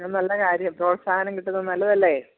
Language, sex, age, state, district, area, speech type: Malayalam, female, 45-60, Kerala, Idukki, rural, conversation